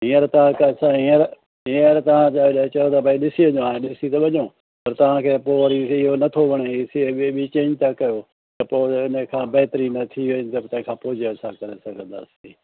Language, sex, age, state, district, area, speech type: Sindhi, male, 60+, Gujarat, Junagadh, rural, conversation